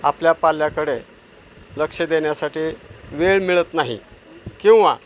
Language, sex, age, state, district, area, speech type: Marathi, male, 60+, Maharashtra, Osmanabad, rural, spontaneous